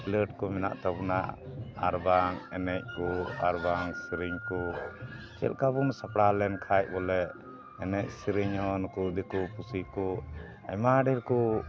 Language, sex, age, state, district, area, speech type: Santali, male, 45-60, West Bengal, Dakshin Dinajpur, rural, spontaneous